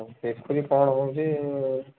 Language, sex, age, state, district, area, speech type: Odia, male, 45-60, Odisha, Sambalpur, rural, conversation